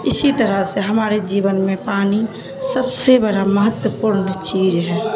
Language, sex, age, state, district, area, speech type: Urdu, female, 30-45, Bihar, Darbhanga, urban, spontaneous